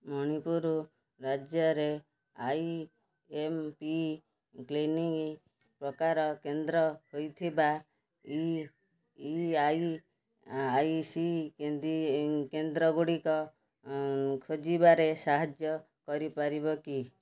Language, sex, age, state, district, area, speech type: Odia, female, 60+, Odisha, Kendrapara, urban, read